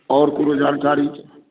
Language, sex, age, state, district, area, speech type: Maithili, male, 45-60, Bihar, Madhubani, rural, conversation